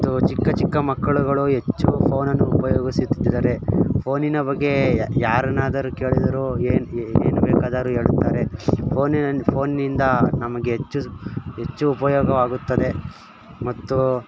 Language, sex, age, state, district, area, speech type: Kannada, male, 18-30, Karnataka, Mysore, urban, spontaneous